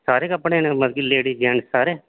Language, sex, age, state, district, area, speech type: Dogri, male, 30-45, Jammu and Kashmir, Udhampur, urban, conversation